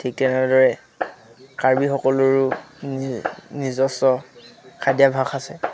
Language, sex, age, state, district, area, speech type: Assamese, male, 18-30, Assam, Sivasagar, urban, spontaneous